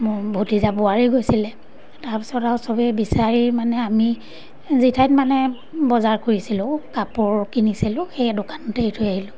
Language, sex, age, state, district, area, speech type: Assamese, female, 30-45, Assam, Majuli, urban, spontaneous